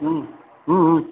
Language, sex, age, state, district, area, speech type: Gujarati, male, 45-60, Gujarat, Narmada, rural, conversation